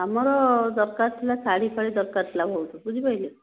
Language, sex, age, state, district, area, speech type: Odia, female, 45-60, Odisha, Nayagarh, rural, conversation